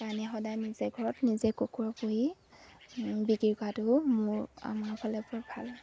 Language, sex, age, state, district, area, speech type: Assamese, female, 60+, Assam, Dibrugarh, rural, spontaneous